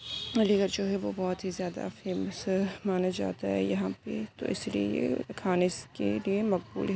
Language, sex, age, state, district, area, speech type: Urdu, female, 18-30, Uttar Pradesh, Aligarh, urban, spontaneous